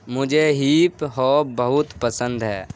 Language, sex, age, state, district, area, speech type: Urdu, male, 18-30, Bihar, Supaul, rural, read